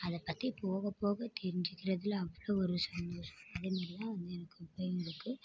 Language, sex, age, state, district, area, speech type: Tamil, female, 18-30, Tamil Nadu, Mayiladuthurai, urban, spontaneous